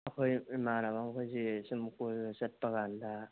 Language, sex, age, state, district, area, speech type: Manipuri, male, 30-45, Manipur, Imphal West, rural, conversation